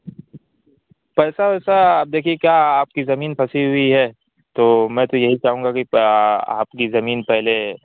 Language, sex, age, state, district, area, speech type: Urdu, male, 18-30, Uttar Pradesh, Azamgarh, rural, conversation